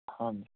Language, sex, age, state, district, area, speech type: Punjabi, male, 45-60, Punjab, Moga, rural, conversation